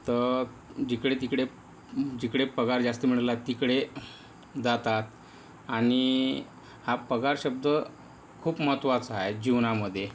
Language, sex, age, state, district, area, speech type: Marathi, male, 18-30, Maharashtra, Yavatmal, rural, spontaneous